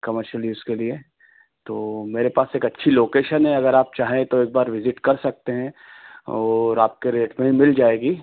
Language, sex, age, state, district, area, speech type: Hindi, male, 30-45, Madhya Pradesh, Ujjain, urban, conversation